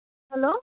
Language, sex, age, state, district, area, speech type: Assamese, female, 18-30, Assam, Kamrup Metropolitan, urban, conversation